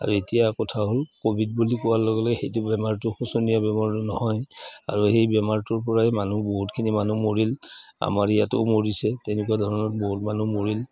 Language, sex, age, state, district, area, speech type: Assamese, male, 60+, Assam, Udalguri, rural, spontaneous